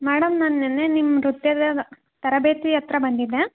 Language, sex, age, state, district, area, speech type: Kannada, female, 18-30, Karnataka, Davanagere, rural, conversation